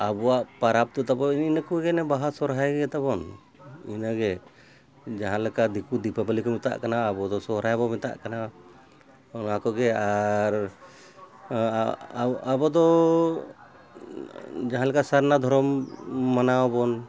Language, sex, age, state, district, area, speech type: Santali, male, 60+, Jharkhand, Bokaro, rural, spontaneous